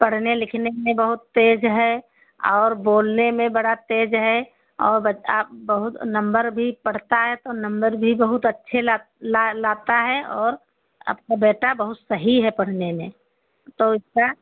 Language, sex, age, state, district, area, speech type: Hindi, female, 60+, Uttar Pradesh, Sitapur, rural, conversation